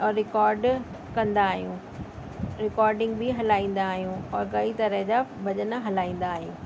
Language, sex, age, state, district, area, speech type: Sindhi, female, 45-60, Delhi, South Delhi, urban, spontaneous